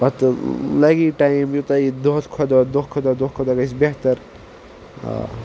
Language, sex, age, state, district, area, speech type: Kashmiri, male, 18-30, Jammu and Kashmir, Ganderbal, rural, spontaneous